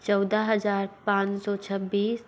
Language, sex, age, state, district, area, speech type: Hindi, female, 45-60, Madhya Pradesh, Bhopal, urban, spontaneous